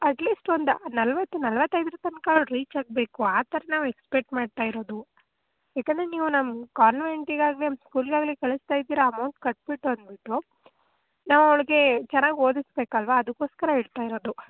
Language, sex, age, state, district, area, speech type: Kannada, female, 18-30, Karnataka, Chamarajanagar, rural, conversation